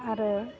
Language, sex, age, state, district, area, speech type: Bodo, female, 30-45, Assam, Udalguri, urban, spontaneous